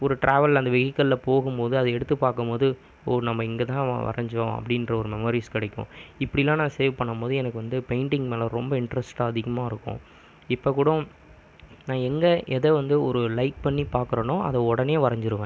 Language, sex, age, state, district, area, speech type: Tamil, male, 18-30, Tamil Nadu, Viluppuram, urban, spontaneous